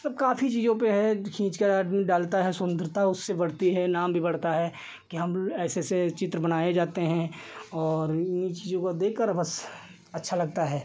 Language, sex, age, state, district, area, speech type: Hindi, male, 45-60, Uttar Pradesh, Lucknow, rural, spontaneous